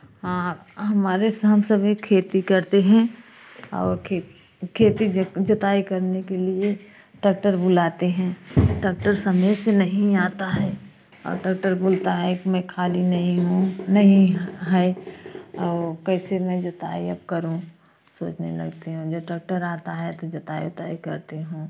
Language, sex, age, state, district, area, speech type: Hindi, female, 45-60, Uttar Pradesh, Jaunpur, rural, spontaneous